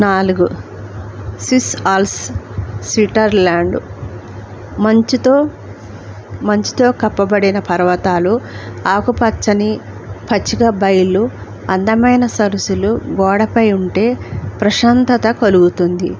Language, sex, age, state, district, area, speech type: Telugu, female, 45-60, Andhra Pradesh, Alluri Sitarama Raju, rural, spontaneous